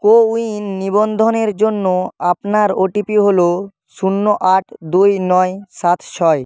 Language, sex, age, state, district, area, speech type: Bengali, male, 18-30, West Bengal, Purba Medinipur, rural, read